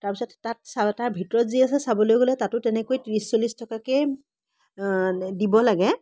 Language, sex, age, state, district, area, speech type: Assamese, female, 30-45, Assam, Biswanath, rural, spontaneous